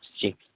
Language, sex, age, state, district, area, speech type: Hindi, male, 18-30, Madhya Pradesh, Seoni, urban, conversation